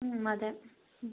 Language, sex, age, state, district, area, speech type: Malayalam, female, 18-30, Kerala, Thiruvananthapuram, rural, conversation